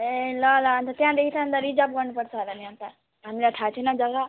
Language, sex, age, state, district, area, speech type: Nepali, female, 18-30, West Bengal, Alipurduar, urban, conversation